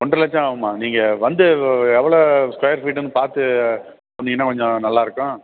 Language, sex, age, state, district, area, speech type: Tamil, male, 45-60, Tamil Nadu, Thanjavur, urban, conversation